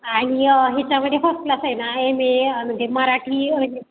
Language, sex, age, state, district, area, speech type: Marathi, female, 18-30, Maharashtra, Satara, urban, conversation